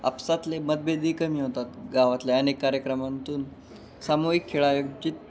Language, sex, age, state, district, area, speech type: Marathi, male, 18-30, Maharashtra, Jalna, urban, spontaneous